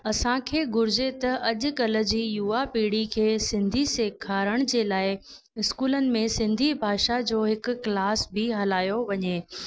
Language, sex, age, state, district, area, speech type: Sindhi, female, 30-45, Rajasthan, Ajmer, urban, spontaneous